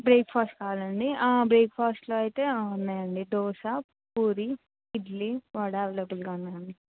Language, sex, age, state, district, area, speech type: Telugu, female, 18-30, Telangana, Adilabad, urban, conversation